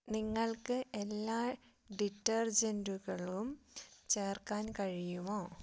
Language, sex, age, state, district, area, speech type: Malayalam, female, 18-30, Kerala, Wayanad, rural, read